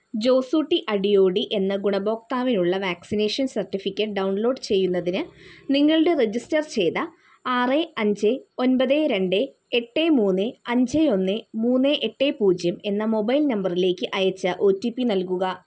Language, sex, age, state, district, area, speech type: Malayalam, female, 30-45, Kerala, Wayanad, rural, read